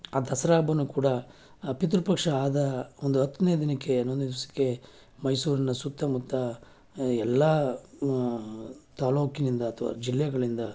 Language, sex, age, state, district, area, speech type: Kannada, male, 45-60, Karnataka, Mysore, urban, spontaneous